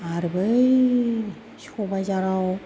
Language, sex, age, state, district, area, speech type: Bodo, female, 60+, Assam, Kokrajhar, urban, spontaneous